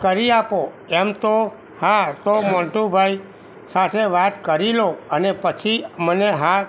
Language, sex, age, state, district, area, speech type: Gujarati, male, 45-60, Gujarat, Kheda, rural, spontaneous